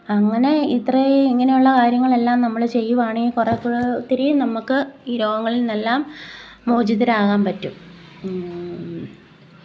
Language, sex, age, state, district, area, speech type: Malayalam, female, 45-60, Kerala, Kottayam, rural, spontaneous